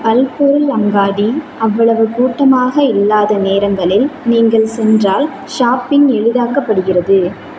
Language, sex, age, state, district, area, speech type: Tamil, female, 18-30, Tamil Nadu, Mayiladuthurai, rural, read